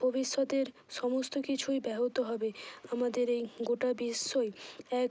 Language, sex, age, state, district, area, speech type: Bengali, female, 18-30, West Bengal, Hooghly, urban, spontaneous